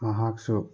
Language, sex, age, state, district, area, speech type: Manipuri, male, 30-45, Manipur, Thoubal, rural, spontaneous